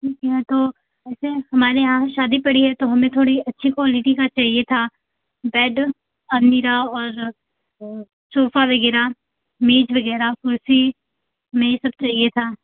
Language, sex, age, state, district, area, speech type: Hindi, female, 18-30, Uttar Pradesh, Azamgarh, rural, conversation